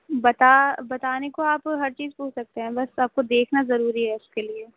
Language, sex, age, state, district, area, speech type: Urdu, female, 18-30, Uttar Pradesh, Gautam Buddha Nagar, urban, conversation